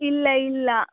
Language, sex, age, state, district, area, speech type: Kannada, female, 18-30, Karnataka, Udupi, rural, conversation